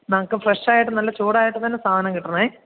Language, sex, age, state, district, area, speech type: Malayalam, female, 30-45, Kerala, Idukki, rural, conversation